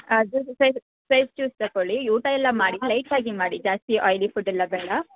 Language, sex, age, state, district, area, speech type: Kannada, female, 18-30, Karnataka, Mysore, urban, conversation